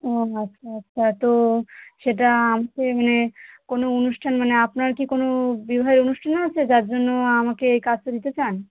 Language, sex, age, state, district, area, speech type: Bengali, female, 18-30, West Bengal, South 24 Parganas, rural, conversation